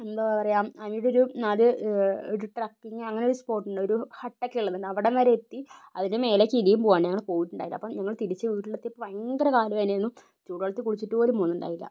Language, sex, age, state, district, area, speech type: Malayalam, female, 30-45, Kerala, Kozhikode, urban, spontaneous